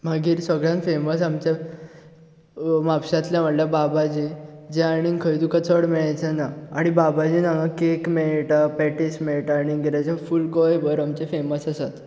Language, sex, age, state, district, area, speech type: Goan Konkani, male, 18-30, Goa, Bardez, urban, spontaneous